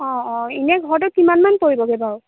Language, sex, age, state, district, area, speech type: Assamese, female, 18-30, Assam, Jorhat, urban, conversation